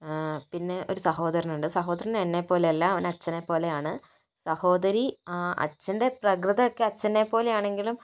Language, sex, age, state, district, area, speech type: Malayalam, female, 60+, Kerala, Kozhikode, urban, spontaneous